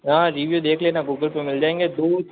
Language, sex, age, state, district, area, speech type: Hindi, male, 45-60, Rajasthan, Jodhpur, urban, conversation